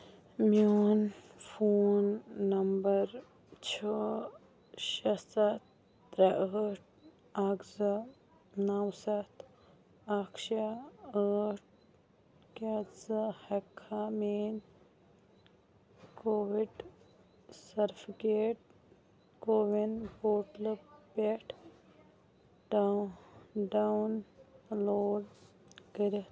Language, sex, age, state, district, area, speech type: Kashmiri, female, 18-30, Jammu and Kashmir, Bandipora, rural, read